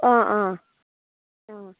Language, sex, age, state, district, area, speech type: Assamese, female, 30-45, Assam, Charaideo, rural, conversation